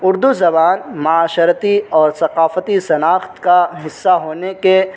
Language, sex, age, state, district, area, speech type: Urdu, male, 18-30, Uttar Pradesh, Saharanpur, urban, spontaneous